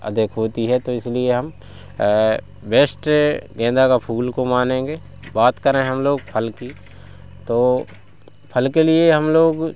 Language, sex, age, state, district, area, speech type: Hindi, male, 30-45, Madhya Pradesh, Hoshangabad, rural, spontaneous